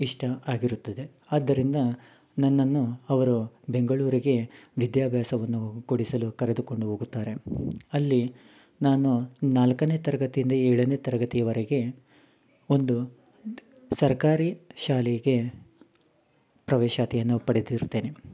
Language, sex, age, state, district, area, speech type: Kannada, male, 30-45, Karnataka, Mysore, urban, spontaneous